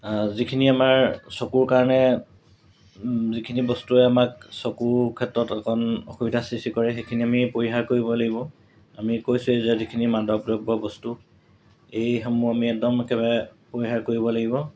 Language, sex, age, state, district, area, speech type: Assamese, male, 45-60, Assam, Golaghat, urban, spontaneous